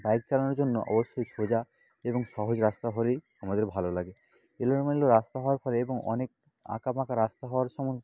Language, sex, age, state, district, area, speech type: Bengali, male, 30-45, West Bengal, Nadia, rural, spontaneous